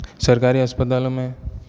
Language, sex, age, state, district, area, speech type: Hindi, male, 18-30, Rajasthan, Jodhpur, urban, spontaneous